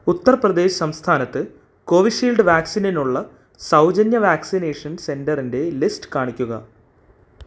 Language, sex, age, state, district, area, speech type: Malayalam, male, 18-30, Kerala, Thrissur, urban, read